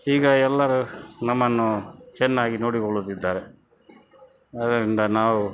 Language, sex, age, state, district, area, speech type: Kannada, male, 60+, Karnataka, Dakshina Kannada, rural, spontaneous